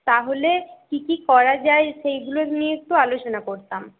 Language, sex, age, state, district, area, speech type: Bengali, female, 18-30, West Bengal, Paschim Bardhaman, urban, conversation